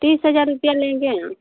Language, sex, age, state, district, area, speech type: Hindi, female, 30-45, Uttar Pradesh, Ghazipur, rural, conversation